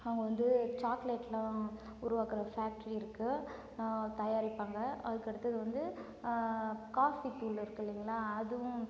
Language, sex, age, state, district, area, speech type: Tamil, female, 30-45, Tamil Nadu, Cuddalore, rural, spontaneous